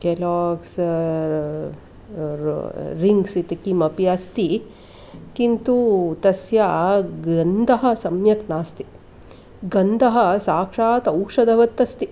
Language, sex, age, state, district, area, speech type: Sanskrit, female, 45-60, Karnataka, Mandya, urban, spontaneous